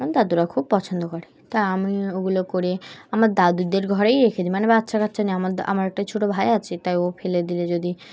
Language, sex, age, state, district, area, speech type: Bengali, female, 18-30, West Bengal, Dakshin Dinajpur, urban, spontaneous